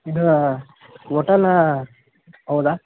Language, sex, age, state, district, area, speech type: Kannada, male, 18-30, Karnataka, Gadag, urban, conversation